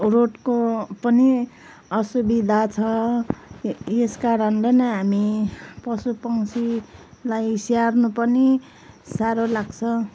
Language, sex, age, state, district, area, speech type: Nepali, female, 45-60, West Bengal, Kalimpong, rural, spontaneous